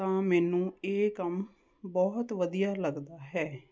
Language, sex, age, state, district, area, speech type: Punjabi, female, 30-45, Punjab, Jalandhar, urban, spontaneous